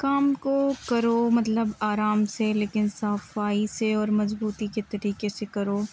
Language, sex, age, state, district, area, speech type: Urdu, female, 18-30, Uttar Pradesh, Muzaffarnagar, rural, spontaneous